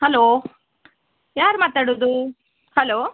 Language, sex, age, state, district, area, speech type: Kannada, female, 30-45, Karnataka, Shimoga, rural, conversation